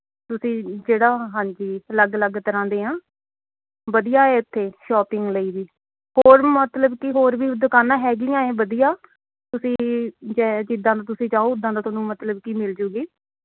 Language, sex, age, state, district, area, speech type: Punjabi, female, 18-30, Punjab, Mohali, urban, conversation